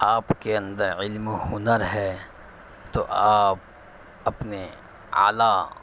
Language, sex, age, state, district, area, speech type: Urdu, male, 30-45, Uttar Pradesh, Gautam Buddha Nagar, urban, spontaneous